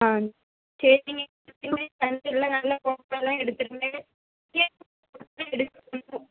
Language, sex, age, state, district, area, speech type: Tamil, female, 18-30, Tamil Nadu, Thoothukudi, rural, conversation